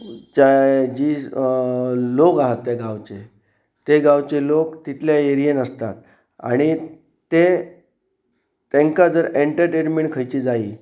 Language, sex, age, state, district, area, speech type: Goan Konkani, male, 45-60, Goa, Pernem, rural, spontaneous